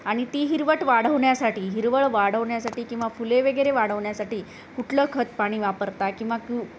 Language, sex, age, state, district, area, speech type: Marathi, female, 30-45, Maharashtra, Nanded, urban, spontaneous